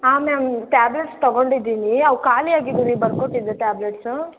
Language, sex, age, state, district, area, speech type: Kannada, female, 18-30, Karnataka, Tumkur, rural, conversation